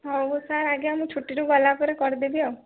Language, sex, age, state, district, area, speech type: Odia, female, 18-30, Odisha, Balasore, rural, conversation